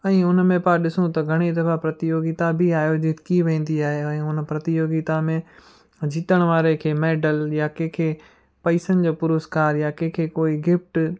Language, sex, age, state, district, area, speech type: Sindhi, male, 30-45, Gujarat, Kutch, urban, spontaneous